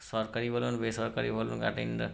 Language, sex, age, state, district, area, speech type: Bengali, male, 30-45, West Bengal, Howrah, urban, spontaneous